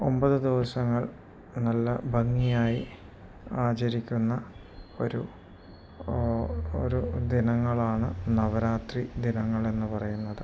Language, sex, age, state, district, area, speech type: Malayalam, male, 45-60, Kerala, Wayanad, rural, spontaneous